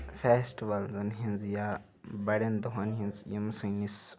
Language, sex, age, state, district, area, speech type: Kashmiri, male, 18-30, Jammu and Kashmir, Ganderbal, rural, spontaneous